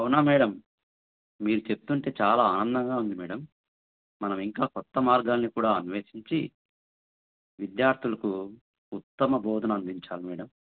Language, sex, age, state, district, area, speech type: Telugu, male, 45-60, Andhra Pradesh, Sri Satya Sai, urban, conversation